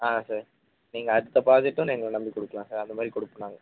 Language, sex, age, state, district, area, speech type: Tamil, male, 18-30, Tamil Nadu, Vellore, rural, conversation